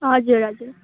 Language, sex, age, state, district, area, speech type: Nepali, female, 18-30, West Bengal, Jalpaiguri, rural, conversation